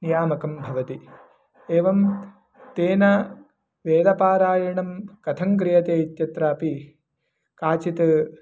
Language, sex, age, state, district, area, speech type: Sanskrit, male, 18-30, Karnataka, Mandya, rural, spontaneous